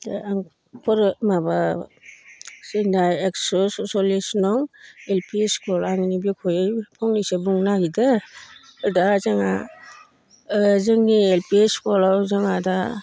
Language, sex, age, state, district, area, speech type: Bodo, female, 60+, Assam, Baksa, rural, spontaneous